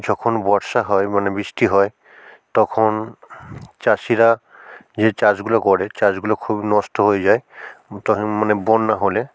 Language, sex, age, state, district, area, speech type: Bengali, male, 45-60, West Bengal, South 24 Parganas, rural, spontaneous